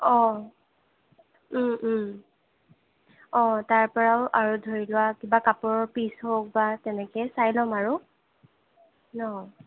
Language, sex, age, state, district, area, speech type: Assamese, female, 18-30, Assam, Sonitpur, rural, conversation